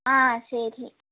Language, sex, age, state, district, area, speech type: Tamil, female, 18-30, Tamil Nadu, Erode, rural, conversation